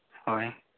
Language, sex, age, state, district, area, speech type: Santali, male, 18-30, Jharkhand, East Singhbhum, rural, conversation